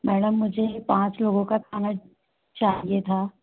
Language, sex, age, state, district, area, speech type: Hindi, female, 30-45, Madhya Pradesh, Bhopal, urban, conversation